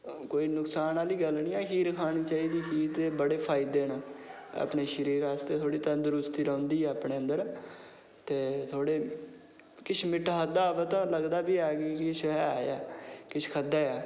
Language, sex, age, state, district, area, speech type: Dogri, male, 18-30, Jammu and Kashmir, Udhampur, rural, spontaneous